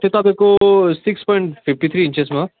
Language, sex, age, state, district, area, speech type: Nepali, male, 18-30, West Bengal, Darjeeling, rural, conversation